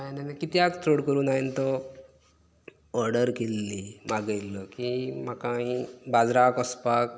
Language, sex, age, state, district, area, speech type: Goan Konkani, male, 30-45, Goa, Canacona, rural, spontaneous